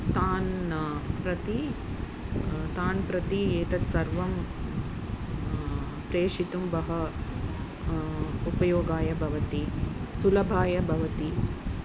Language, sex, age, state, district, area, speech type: Sanskrit, female, 45-60, Tamil Nadu, Chennai, urban, spontaneous